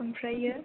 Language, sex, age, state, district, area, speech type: Bodo, female, 18-30, Assam, Chirang, urban, conversation